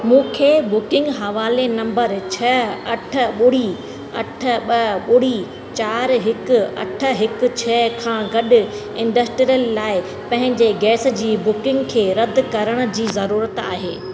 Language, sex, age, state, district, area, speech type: Sindhi, female, 30-45, Rajasthan, Ajmer, urban, read